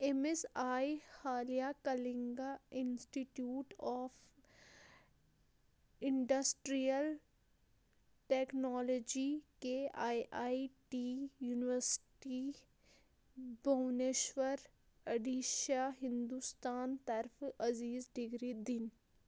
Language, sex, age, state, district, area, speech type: Kashmiri, female, 18-30, Jammu and Kashmir, Shopian, rural, read